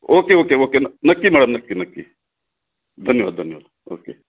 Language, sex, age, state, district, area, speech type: Marathi, male, 45-60, Maharashtra, Raigad, rural, conversation